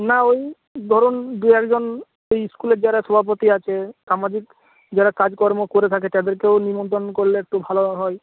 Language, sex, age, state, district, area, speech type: Bengali, male, 60+, West Bengal, Purba Medinipur, rural, conversation